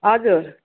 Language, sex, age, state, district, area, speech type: Nepali, female, 45-60, West Bengal, Darjeeling, rural, conversation